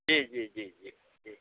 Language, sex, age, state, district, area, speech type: Hindi, male, 60+, Uttar Pradesh, Hardoi, rural, conversation